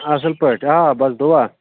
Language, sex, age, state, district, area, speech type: Kashmiri, male, 30-45, Jammu and Kashmir, Budgam, rural, conversation